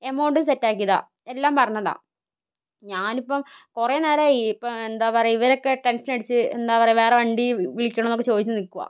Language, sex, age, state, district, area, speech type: Malayalam, female, 30-45, Kerala, Kozhikode, urban, spontaneous